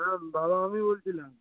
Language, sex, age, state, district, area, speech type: Bengali, male, 18-30, West Bengal, Dakshin Dinajpur, urban, conversation